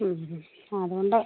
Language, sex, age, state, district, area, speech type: Malayalam, female, 45-60, Kerala, Idukki, rural, conversation